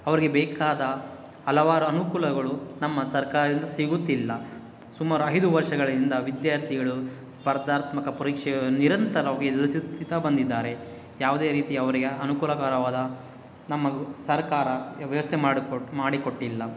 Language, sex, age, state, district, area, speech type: Kannada, male, 18-30, Karnataka, Kolar, rural, spontaneous